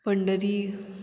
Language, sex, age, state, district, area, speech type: Goan Konkani, female, 18-30, Goa, Murmgao, urban, spontaneous